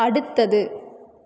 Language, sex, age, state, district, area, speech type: Tamil, female, 18-30, Tamil Nadu, Karur, rural, read